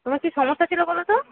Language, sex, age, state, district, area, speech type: Bengali, female, 18-30, West Bengal, Purba Medinipur, rural, conversation